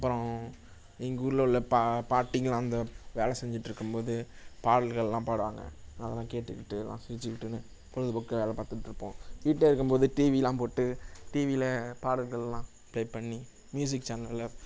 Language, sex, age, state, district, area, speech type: Tamil, male, 18-30, Tamil Nadu, Nagapattinam, rural, spontaneous